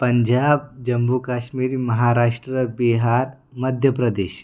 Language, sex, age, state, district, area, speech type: Marathi, male, 30-45, Maharashtra, Buldhana, urban, spontaneous